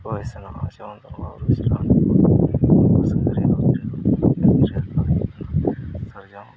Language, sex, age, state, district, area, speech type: Santali, male, 30-45, Jharkhand, East Singhbhum, rural, spontaneous